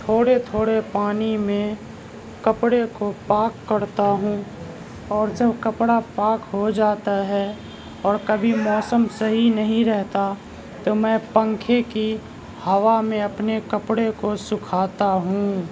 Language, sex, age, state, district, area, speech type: Urdu, male, 18-30, Uttar Pradesh, Gautam Buddha Nagar, urban, spontaneous